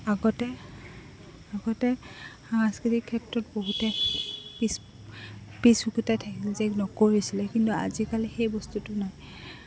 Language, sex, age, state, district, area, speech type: Assamese, female, 18-30, Assam, Goalpara, urban, spontaneous